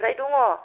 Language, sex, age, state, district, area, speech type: Bodo, female, 30-45, Assam, Kokrajhar, rural, conversation